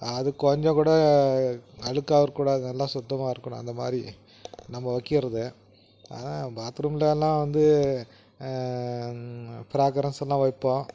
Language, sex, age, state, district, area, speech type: Tamil, male, 45-60, Tamil Nadu, Krishnagiri, rural, spontaneous